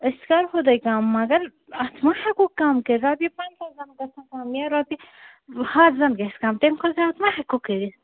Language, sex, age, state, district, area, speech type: Kashmiri, female, 18-30, Jammu and Kashmir, Srinagar, urban, conversation